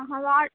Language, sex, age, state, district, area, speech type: Telugu, female, 18-30, Telangana, Sangareddy, urban, conversation